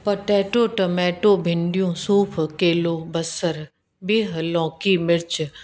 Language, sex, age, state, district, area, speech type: Sindhi, female, 45-60, Uttar Pradesh, Lucknow, urban, spontaneous